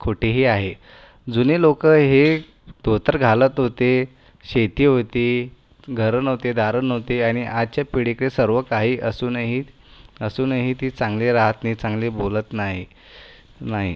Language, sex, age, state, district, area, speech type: Marathi, male, 30-45, Maharashtra, Buldhana, urban, spontaneous